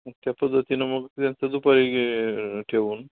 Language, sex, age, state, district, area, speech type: Marathi, male, 45-60, Maharashtra, Osmanabad, rural, conversation